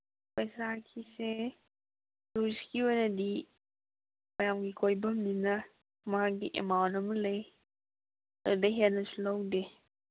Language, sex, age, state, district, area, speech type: Manipuri, female, 18-30, Manipur, Senapati, rural, conversation